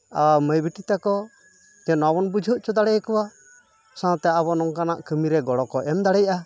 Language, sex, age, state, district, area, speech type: Santali, male, 45-60, West Bengal, Purulia, rural, spontaneous